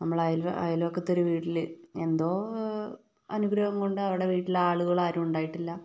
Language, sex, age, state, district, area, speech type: Malayalam, female, 30-45, Kerala, Wayanad, rural, spontaneous